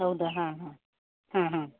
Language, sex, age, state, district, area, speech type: Kannada, female, 30-45, Karnataka, Uttara Kannada, rural, conversation